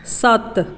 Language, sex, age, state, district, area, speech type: Punjabi, female, 45-60, Punjab, Shaheed Bhagat Singh Nagar, urban, read